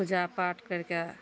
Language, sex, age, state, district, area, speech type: Maithili, female, 45-60, Bihar, Araria, rural, spontaneous